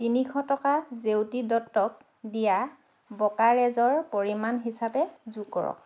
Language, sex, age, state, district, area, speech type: Assamese, female, 30-45, Assam, Dhemaji, urban, read